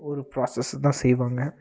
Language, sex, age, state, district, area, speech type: Tamil, male, 18-30, Tamil Nadu, Namakkal, rural, spontaneous